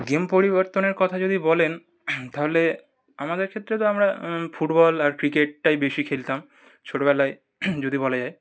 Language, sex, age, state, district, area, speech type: Bengali, male, 18-30, West Bengal, North 24 Parganas, urban, spontaneous